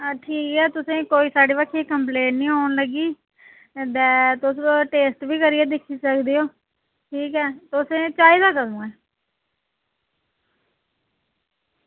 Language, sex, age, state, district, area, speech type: Dogri, female, 30-45, Jammu and Kashmir, Reasi, rural, conversation